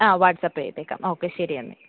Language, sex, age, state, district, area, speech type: Malayalam, female, 18-30, Kerala, Alappuzha, rural, conversation